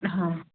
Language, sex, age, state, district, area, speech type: Punjabi, female, 30-45, Punjab, Mansa, rural, conversation